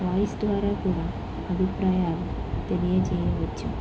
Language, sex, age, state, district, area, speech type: Telugu, female, 18-30, Andhra Pradesh, Krishna, urban, spontaneous